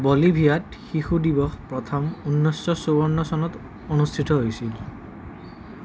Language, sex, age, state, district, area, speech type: Assamese, male, 30-45, Assam, Nalbari, rural, read